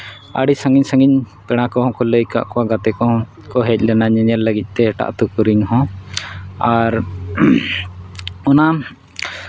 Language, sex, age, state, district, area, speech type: Santali, male, 30-45, Jharkhand, East Singhbhum, rural, spontaneous